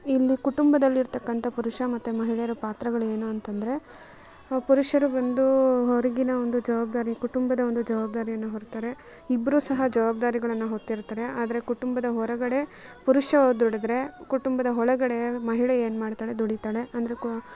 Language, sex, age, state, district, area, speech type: Kannada, female, 30-45, Karnataka, Kolar, rural, spontaneous